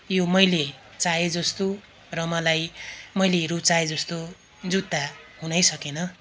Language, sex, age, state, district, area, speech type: Nepali, male, 30-45, West Bengal, Darjeeling, rural, spontaneous